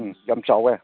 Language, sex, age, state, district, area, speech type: Manipuri, male, 30-45, Manipur, Ukhrul, rural, conversation